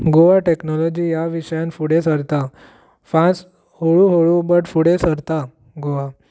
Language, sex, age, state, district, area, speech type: Goan Konkani, male, 18-30, Goa, Tiswadi, rural, spontaneous